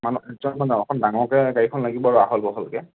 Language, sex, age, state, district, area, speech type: Assamese, male, 45-60, Assam, Morigaon, rural, conversation